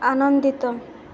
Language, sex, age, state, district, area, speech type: Odia, female, 18-30, Odisha, Malkangiri, urban, read